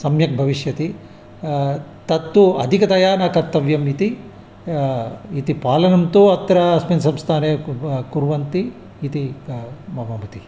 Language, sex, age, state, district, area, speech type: Sanskrit, male, 60+, Andhra Pradesh, Visakhapatnam, urban, spontaneous